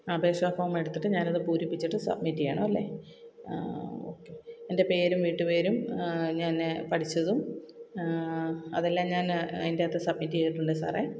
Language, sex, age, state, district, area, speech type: Malayalam, female, 30-45, Kerala, Kottayam, rural, spontaneous